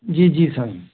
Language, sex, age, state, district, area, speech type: Sindhi, male, 45-60, Delhi, South Delhi, urban, conversation